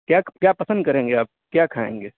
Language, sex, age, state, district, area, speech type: Urdu, male, 30-45, Uttar Pradesh, Mau, urban, conversation